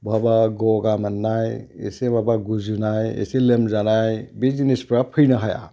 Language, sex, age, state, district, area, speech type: Bodo, male, 60+, Assam, Udalguri, urban, spontaneous